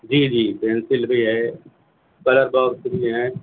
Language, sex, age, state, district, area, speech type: Urdu, male, 60+, Uttar Pradesh, Shahjahanpur, rural, conversation